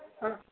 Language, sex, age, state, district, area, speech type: Kannada, female, 30-45, Karnataka, Mysore, rural, conversation